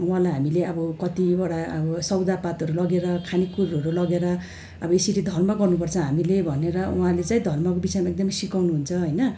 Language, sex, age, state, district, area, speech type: Nepali, female, 45-60, West Bengal, Darjeeling, rural, spontaneous